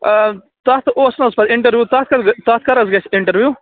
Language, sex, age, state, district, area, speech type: Kashmiri, male, 18-30, Jammu and Kashmir, Baramulla, rural, conversation